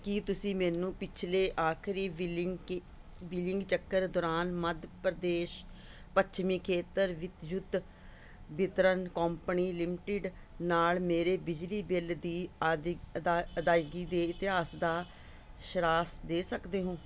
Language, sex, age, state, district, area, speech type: Punjabi, female, 45-60, Punjab, Ludhiana, urban, read